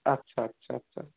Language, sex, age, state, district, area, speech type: Bengali, male, 18-30, West Bengal, Darjeeling, rural, conversation